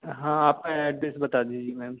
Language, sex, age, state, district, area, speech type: Hindi, male, 18-30, Madhya Pradesh, Hoshangabad, urban, conversation